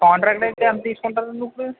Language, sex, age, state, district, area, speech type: Telugu, male, 45-60, Andhra Pradesh, West Godavari, rural, conversation